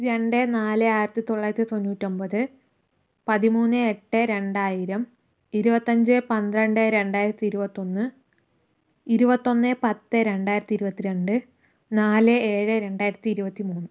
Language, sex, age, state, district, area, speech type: Malayalam, female, 45-60, Kerala, Palakkad, rural, spontaneous